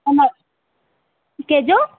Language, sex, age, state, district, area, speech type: Sindhi, female, 18-30, Madhya Pradesh, Katni, urban, conversation